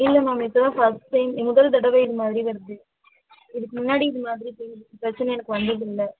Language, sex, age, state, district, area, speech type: Tamil, female, 30-45, Tamil Nadu, Chennai, urban, conversation